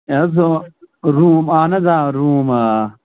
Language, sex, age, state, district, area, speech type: Kashmiri, male, 30-45, Jammu and Kashmir, Pulwama, urban, conversation